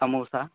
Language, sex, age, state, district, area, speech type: Hindi, male, 18-30, Madhya Pradesh, Seoni, urban, conversation